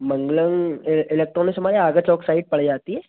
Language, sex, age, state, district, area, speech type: Hindi, male, 18-30, Madhya Pradesh, Jabalpur, urban, conversation